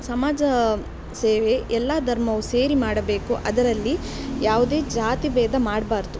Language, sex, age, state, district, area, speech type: Kannada, female, 18-30, Karnataka, Shimoga, rural, spontaneous